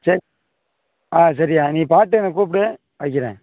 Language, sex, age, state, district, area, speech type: Tamil, male, 30-45, Tamil Nadu, Madurai, rural, conversation